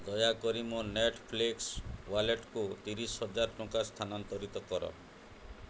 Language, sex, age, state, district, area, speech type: Odia, male, 45-60, Odisha, Mayurbhanj, rural, read